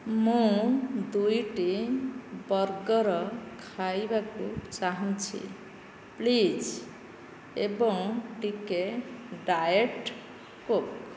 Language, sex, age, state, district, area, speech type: Odia, female, 45-60, Odisha, Nayagarh, rural, read